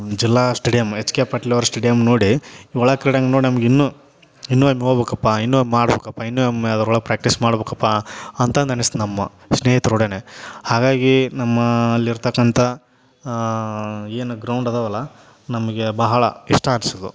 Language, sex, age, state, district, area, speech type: Kannada, male, 30-45, Karnataka, Gadag, rural, spontaneous